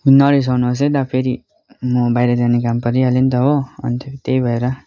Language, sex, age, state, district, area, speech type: Nepali, male, 18-30, West Bengal, Darjeeling, rural, spontaneous